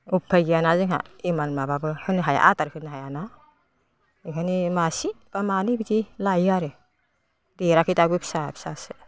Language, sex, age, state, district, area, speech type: Bodo, female, 60+, Assam, Udalguri, rural, spontaneous